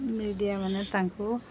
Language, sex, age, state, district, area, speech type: Odia, female, 45-60, Odisha, Sundergarh, rural, spontaneous